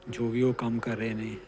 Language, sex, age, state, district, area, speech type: Punjabi, male, 30-45, Punjab, Faridkot, urban, spontaneous